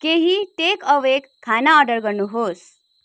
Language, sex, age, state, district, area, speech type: Nepali, female, 18-30, West Bengal, Darjeeling, rural, read